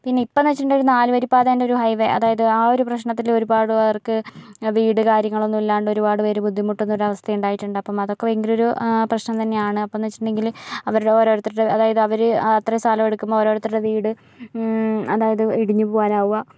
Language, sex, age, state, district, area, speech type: Malayalam, other, 45-60, Kerala, Kozhikode, urban, spontaneous